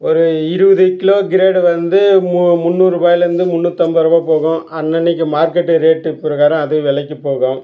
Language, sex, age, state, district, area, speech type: Tamil, male, 60+, Tamil Nadu, Dharmapuri, rural, spontaneous